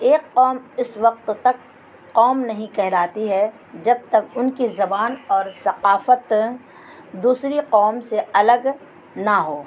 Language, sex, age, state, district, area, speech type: Urdu, female, 45-60, Bihar, Araria, rural, spontaneous